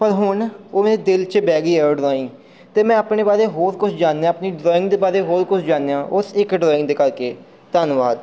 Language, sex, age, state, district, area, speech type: Punjabi, male, 30-45, Punjab, Amritsar, urban, spontaneous